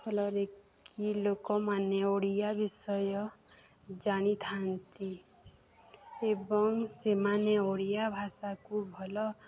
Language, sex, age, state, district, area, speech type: Odia, female, 30-45, Odisha, Balangir, urban, spontaneous